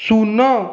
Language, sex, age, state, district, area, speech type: Odia, male, 18-30, Odisha, Khordha, rural, read